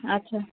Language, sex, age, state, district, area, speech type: Bengali, female, 30-45, West Bengal, Darjeeling, urban, conversation